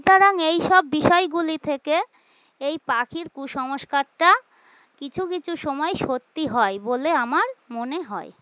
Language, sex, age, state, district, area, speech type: Bengali, female, 30-45, West Bengal, Dakshin Dinajpur, urban, spontaneous